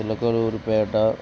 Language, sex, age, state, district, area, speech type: Telugu, male, 30-45, Andhra Pradesh, Bapatla, rural, spontaneous